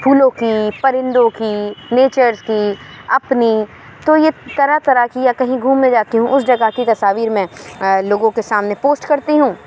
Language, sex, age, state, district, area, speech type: Urdu, female, 30-45, Uttar Pradesh, Aligarh, urban, spontaneous